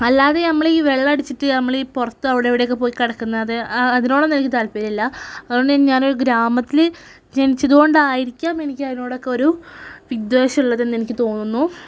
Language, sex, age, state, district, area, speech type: Malayalam, female, 18-30, Kerala, Malappuram, rural, spontaneous